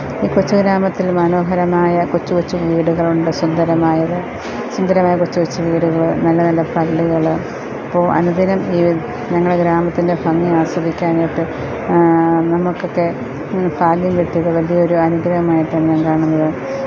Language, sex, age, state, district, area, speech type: Malayalam, female, 45-60, Kerala, Thiruvananthapuram, rural, spontaneous